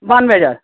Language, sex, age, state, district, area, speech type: Hindi, male, 30-45, Uttar Pradesh, Azamgarh, rural, conversation